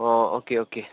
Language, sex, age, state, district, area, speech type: Manipuri, male, 18-30, Manipur, Churachandpur, rural, conversation